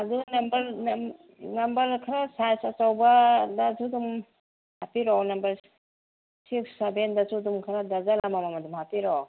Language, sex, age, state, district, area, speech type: Manipuri, female, 60+, Manipur, Kangpokpi, urban, conversation